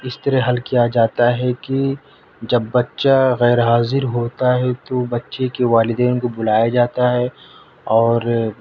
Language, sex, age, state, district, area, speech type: Urdu, male, 18-30, Delhi, South Delhi, urban, spontaneous